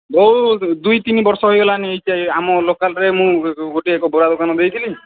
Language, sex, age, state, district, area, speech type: Odia, male, 18-30, Odisha, Sambalpur, rural, conversation